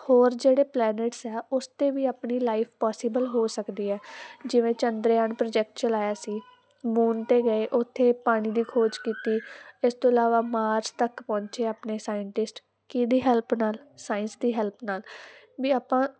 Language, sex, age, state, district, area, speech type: Punjabi, female, 18-30, Punjab, Muktsar, urban, spontaneous